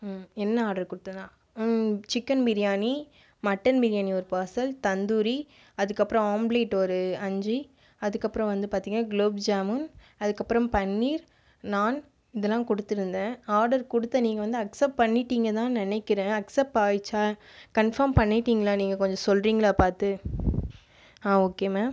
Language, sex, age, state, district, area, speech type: Tamil, female, 30-45, Tamil Nadu, Viluppuram, rural, spontaneous